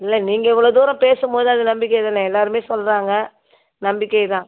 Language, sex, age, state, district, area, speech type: Tamil, female, 60+, Tamil Nadu, Viluppuram, rural, conversation